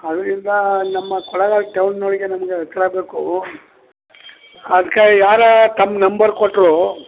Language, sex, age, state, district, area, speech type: Kannada, male, 60+, Karnataka, Chamarajanagar, rural, conversation